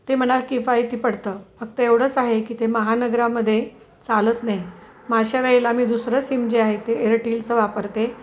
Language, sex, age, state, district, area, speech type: Marathi, female, 45-60, Maharashtra, Osmanabad, rural, spontaneous